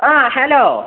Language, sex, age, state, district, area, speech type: Malayalam, male, 18-30, Kerala, Malappuram, rural, conversation